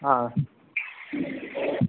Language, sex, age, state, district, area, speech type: Kannada, male, 18-30, Karnataka, Chikkaballapur, urban, conversation